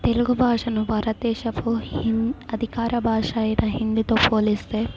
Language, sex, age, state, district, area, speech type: Telugu, female, 18-30, Telangana, Adilabad, rural, spontaneous